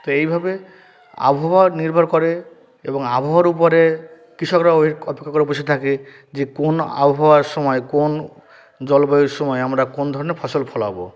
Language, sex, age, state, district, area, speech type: Bengali, male, 30-45, West Bengal, South 24 Parganas, rural, spontaneous